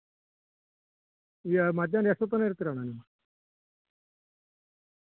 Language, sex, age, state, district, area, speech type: Kannada, male, 60+, Karnataka, Koppal, rural, conversation